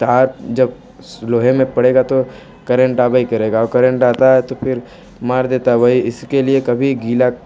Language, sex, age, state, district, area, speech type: Hindi, male, 18-30, Uttar Pradesh, Mirzapur, rural, spontaneous